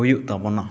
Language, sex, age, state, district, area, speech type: Santali, male, 45-60, Odisha, Mayurbhanj, rural, spontaneous